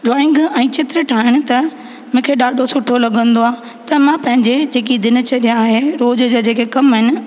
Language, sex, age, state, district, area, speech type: Sindhi, female, 18-30, Rajasthan, Ajmer, urban, spontaneous